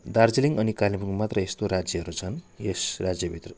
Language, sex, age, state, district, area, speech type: Nepali, male, 45-60, West Bengal, Darjeeling, rural, spontaneous